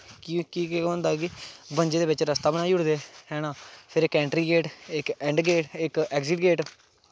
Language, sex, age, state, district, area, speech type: Dogri, male, 18-30, Jammu and Kashmir, Kathua, rural, spontaneous